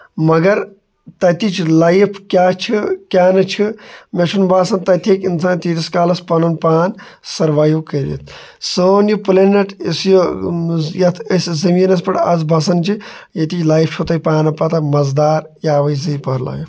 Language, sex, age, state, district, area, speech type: Kashmiri, male, 18-30, Jammu and Kashmir, Shopian, rural, spontaneous